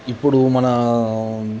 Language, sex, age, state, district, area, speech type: Telugu, male, 30-45, Telangana, Nizamabad, urban, spontaneous